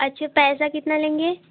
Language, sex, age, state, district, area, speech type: Hindi, female, 18-30, Uttar Pradesh, Bhadohi, urban, conversation